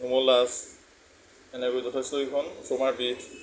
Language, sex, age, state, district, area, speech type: Assamese, male, 30-45, Assam, Lakhimpur, rural, spontaneous